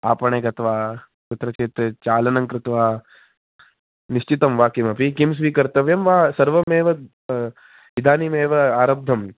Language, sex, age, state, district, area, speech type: Sanskrit, male, 18-30, Maharashtra, Nagpur, urban, conversation